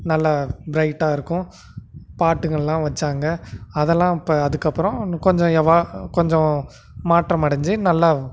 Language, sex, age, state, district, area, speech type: Tamil, male, 30-45, Tamil Nadu, Nagapattinam, rural, spontaneous